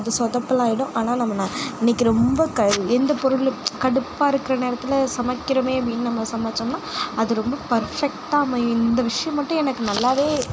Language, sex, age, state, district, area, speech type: Tamil, female, 45-60, Tamil Nadu, Sivaganga, rural, spontaneous